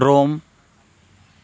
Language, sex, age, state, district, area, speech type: Sanskrit, male, 18-30, Karnataka, Uttara Kannada, urban, spontaneous